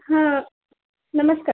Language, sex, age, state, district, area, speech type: Marathi, female, 18-30, Maharashtra, Akola, rural, conversation